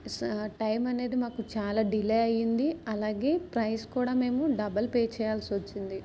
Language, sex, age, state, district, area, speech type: Telugu, female, 45-60, Andhra Pradesh, Kakinada, rural, spontaneous